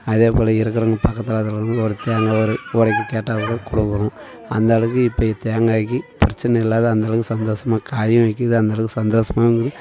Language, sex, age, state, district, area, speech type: Tamil, male, 45-60, Tamil Nadu, Tiruvannamalai, rural, spontaneous